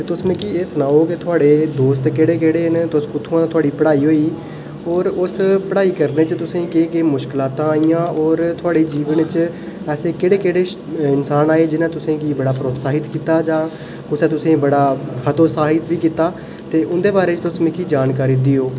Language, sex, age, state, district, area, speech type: Dogri, male, 18-30, Jammu and Kashmir, Udhampur, rural, spontaneous